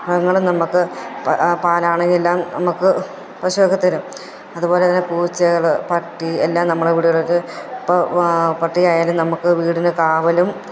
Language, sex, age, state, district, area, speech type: Malayalam, female, 30-45, Kerala, Pathanamthitta, rural, spontaneous